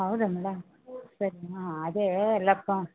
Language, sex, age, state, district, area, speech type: Kannada, female, 45-60, Karnataka, Uttara Kannada, rural, conversation